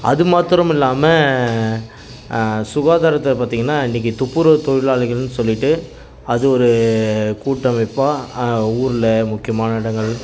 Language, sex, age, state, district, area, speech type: Tamil, male, 30-45, Tamil Nadu, Kallakurichi, rural, spontaneous